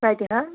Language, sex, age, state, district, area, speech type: Kashmiri, female, 30-45, Jammu and Kashmir, Anantnag, rural, conversation